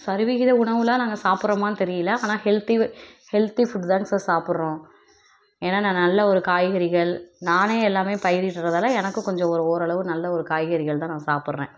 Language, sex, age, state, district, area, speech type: Tamil, female, 30-45, Tamil Nadu, Perambalur, rural, spontaneous